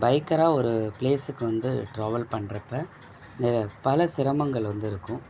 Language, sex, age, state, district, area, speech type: Tamil, male, 45-60, Tamil Nadu, Thanjavur, rural, spontaneous